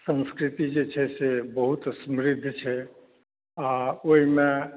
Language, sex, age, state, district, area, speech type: Maithili, male, 60+, Bihar, Saharsa, urban, conversation